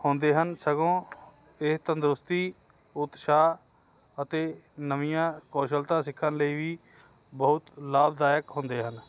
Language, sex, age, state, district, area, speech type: Punjabi, male, 30-45, Punjab, Hoshiarpur, urban, spontaneous